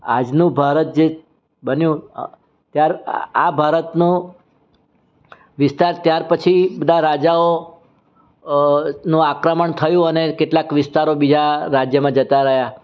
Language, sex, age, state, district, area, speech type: Gujarati, male, 60+, Gujarat, Surat, urban, spontaneous